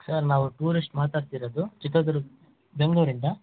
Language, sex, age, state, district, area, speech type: Kannada, male, 18-30, Karnataka, Chitradurga, rural, conversation